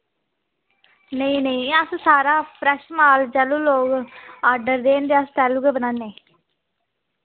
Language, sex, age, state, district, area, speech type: Dogri, female, 18-30, Jammu and Kashmir, Reasi, rural, conversation